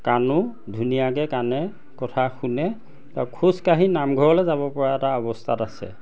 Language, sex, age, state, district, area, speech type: Assamese, male, 45-60, Assam, Majuli, urban, spontaneous